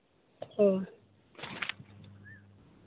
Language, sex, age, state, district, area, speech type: Santali, male, 18-30, Jharkhand, Seraikela Kharsawan, rural, conversation